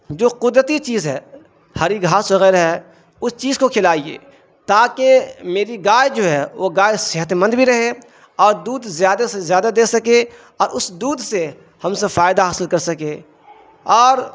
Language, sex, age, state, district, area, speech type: Urdu, male, 45-60, Bihar, Darbhanga, rural, spontaneous